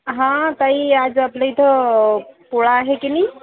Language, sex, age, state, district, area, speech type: Marathi, female, 45-60, Maharashtra, Buldhana, rural, conversation